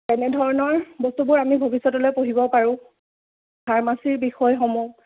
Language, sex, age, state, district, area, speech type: Assamese, female, 30-45, Assam, Lakhimpur, rural, conversation